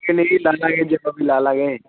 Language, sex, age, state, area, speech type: Punjabi, male, 18-30, Punjab, urban, conversation